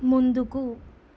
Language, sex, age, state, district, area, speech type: Telugu, female, 18-30, Telangana, Peddapalli, urban, read